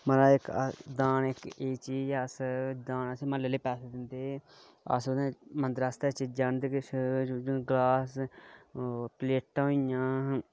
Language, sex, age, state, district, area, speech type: Dogri, male, 18-30, Jammu and Kashmir, Udhampur, rural, spontaneous